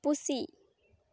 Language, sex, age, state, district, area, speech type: Santali, female, 18-30, West Bengal, Bankura, rural, read